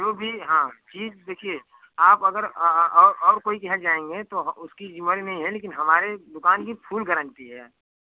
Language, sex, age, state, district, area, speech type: Hindi, male, 18-30, Uttar Pradesh, Chandauli, rural, conversation